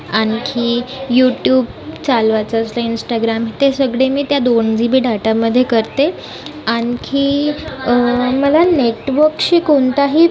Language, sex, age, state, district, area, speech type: Marathi, female, 30-45, Maharashtra, Nagpur, urban, spontaneous